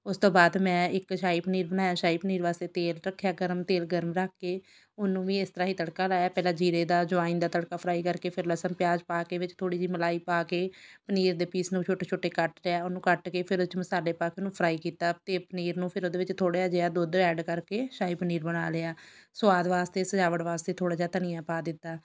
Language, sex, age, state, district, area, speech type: Punjabi, female, 30-45, Punjab, Shaheed Bhagat Singh Nagar, rural, spontaneous